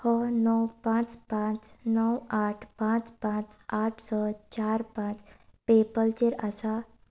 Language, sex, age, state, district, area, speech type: Goan Konkani, female, 18-30, Goa, Salcete, rural, read